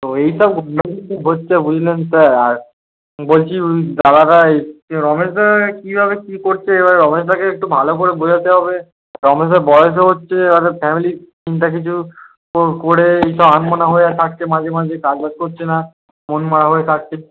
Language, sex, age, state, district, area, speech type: Bengali, male, 18-30, West Bengal, Darjeeling, rural, conversation